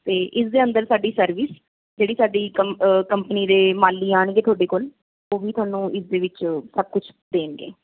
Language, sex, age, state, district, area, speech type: Punjabi, female, 18-30, Punjab, Kapurthala, rural, conversation